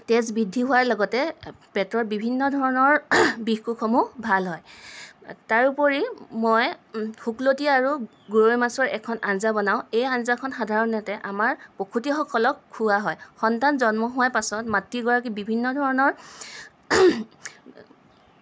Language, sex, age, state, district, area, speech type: Assamese, female, 30-45, Assam, Lakhimpur, rural, spontaneous